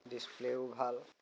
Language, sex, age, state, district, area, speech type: Assamese, male, 30-45, Assam, Biswanath, rural, spontaneous